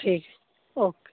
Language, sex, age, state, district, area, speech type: Punjabi, female, 18-30, Punjab, Fazilka, rural, conversation